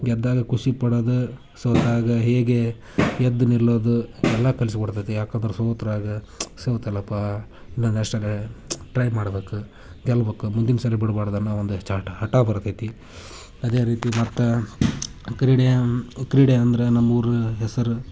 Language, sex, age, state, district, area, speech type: Kannada, male, 18-30, Karnataka, Haveri, rural, spontaneous